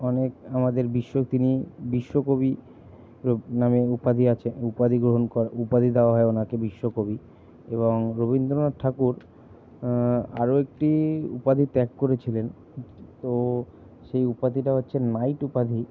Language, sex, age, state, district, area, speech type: Bengali, male, 60+, West Bengal, Purba Bardhaman, rural, spontaneous